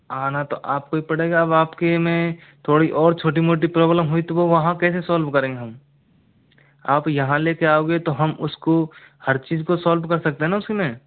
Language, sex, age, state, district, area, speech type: Hindi, male, 60+, Rajasthan, Jaipur, urban, conversation